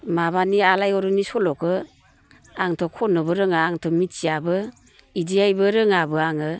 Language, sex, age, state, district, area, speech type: Bodo, female, 60+, Assam, Baksa, urban, spontaneous